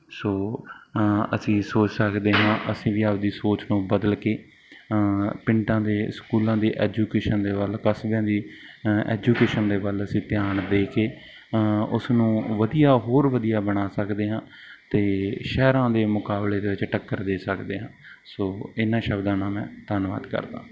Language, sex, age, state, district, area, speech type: Punjabi, male, 18-30, Punjab, Bathinda, rural, spontaneous